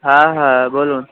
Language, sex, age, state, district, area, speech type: Bengali, male, 18-30, West Bengal, Uttar Dinajpur, urban, conversation